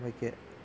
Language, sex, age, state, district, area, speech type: Malayalam, male, 45-60, Kerala, Thiruvananthapuram, rural, spontaneous